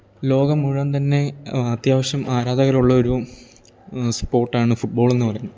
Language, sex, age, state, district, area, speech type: Malayalam, male, 18-30, Kerala, Idukki, rural, spontaneous